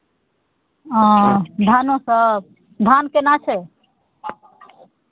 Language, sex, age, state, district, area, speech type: Maithili, female, 30-45, Bihar, Araria, urban, conversation